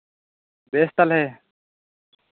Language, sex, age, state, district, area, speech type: Santali, male, 18-30, Jharkhand, Pakur, rural, conversation